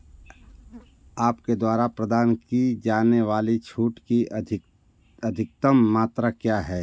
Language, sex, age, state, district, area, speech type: Hindi, male, 60+, Uttar Pradesh, Mau, rural, read